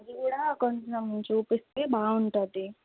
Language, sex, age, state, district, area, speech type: Telugu, female, 18-30, Andhra Pradesh, Alluri Sitarama Raju, rural, conversation